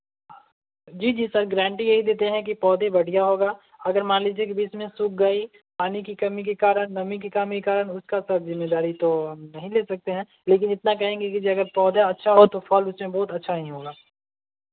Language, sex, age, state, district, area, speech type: Hindi, male, 18-30, Bihar, Vaishali, urban, conversation